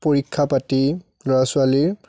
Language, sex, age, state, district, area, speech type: Assamese, male, 30-45, Assam, Biswanath, rural, spontaneous